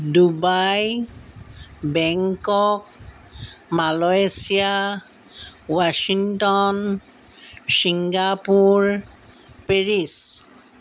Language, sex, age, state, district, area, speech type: Assamese, female, 60+, Assam, Jorhat, urban, spontaneous